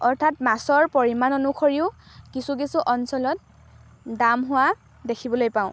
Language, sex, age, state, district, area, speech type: Assamese, female, 18-30, Assam, Dhemaji, rural, spontaneous